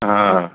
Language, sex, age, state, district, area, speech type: Sindhi, male, 60+, Maharashtra, Thane, urban, conversation